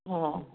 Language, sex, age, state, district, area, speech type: Manipuri, female, 30-45, Manipur, Kakching, rural, conversation